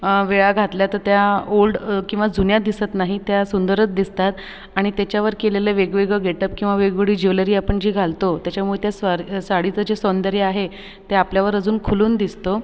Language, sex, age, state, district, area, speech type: Marathi, female, 18-30, Maharashtra, Buldhana, rural, spontaneous